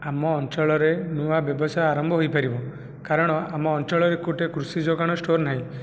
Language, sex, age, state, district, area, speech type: Odia, male, 18-30, Odisha, Jajpur, rural, spontaneous